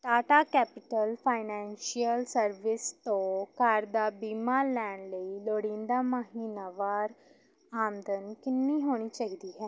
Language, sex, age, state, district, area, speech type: Punjabi, female, 18-30, Punjab, Gurdaspur, urban, read